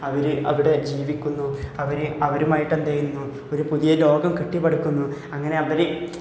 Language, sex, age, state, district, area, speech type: Malayalam, male, 18-30, Kerala, Malappuram, rural, spontaneous